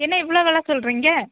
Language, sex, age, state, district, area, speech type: Tamil, female, 30-45, Tamil Nadu, Theni, urban, conversation